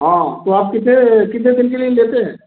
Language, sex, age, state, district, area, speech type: Hindi, male, 45-60, Uttar Pradesh, Varanasi, urban, conversation